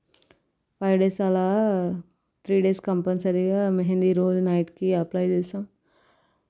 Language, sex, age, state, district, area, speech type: Telugu, female, 18-30, Telangana, Vikarabad, urban, spontaneous